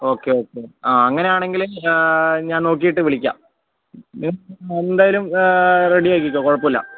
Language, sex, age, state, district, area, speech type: Malayalam, male, 18-30, Kerala, Kozhikode, urban, conversation